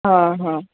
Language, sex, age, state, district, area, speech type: Gujarati, female, 45-60, Gujarat, Valsad, rural, conversation